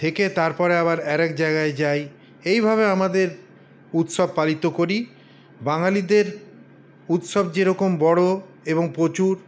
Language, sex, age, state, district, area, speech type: Bengali, male, 60+, West Bengal, Paschim Bardhaman, urban, spontaneous